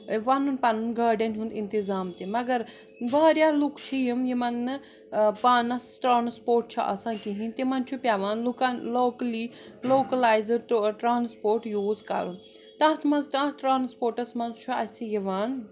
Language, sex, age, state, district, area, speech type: Kashmiri, female, 45-60, Jammu and Kashmir, Srinagar, urban, spontaneous